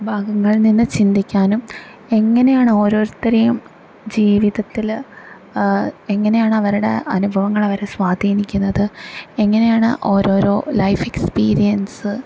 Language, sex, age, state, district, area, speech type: Malayalam, female, 18-30, Kerala, Thrissur, urban, spontaneous